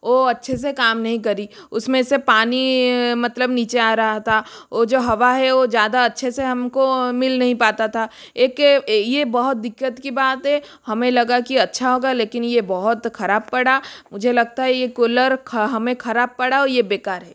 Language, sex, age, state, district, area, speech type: Hindi, female, 60+, Rajasthan, Jodhpur, rural, spontaneous